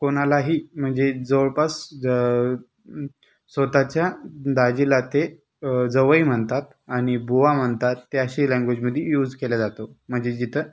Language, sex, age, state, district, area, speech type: Marathi, male, 30-45, Maharashtra, Buldhana, urban, spontaneous